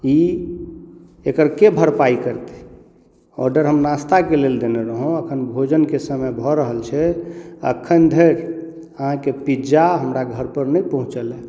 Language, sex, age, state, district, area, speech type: Maithili, male, 30-45, Bihar, Madhubani, rural, spontaneous